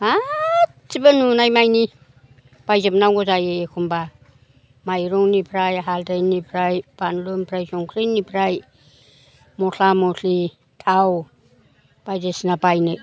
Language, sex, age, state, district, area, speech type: Bodo, female, 60+, Assam, Chirang, rural, spontaneous